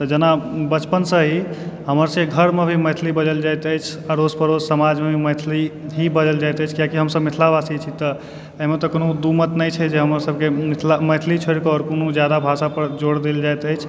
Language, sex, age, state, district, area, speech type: Maithili, male, 18-30, Bihar, Supaul, rural, spontaneous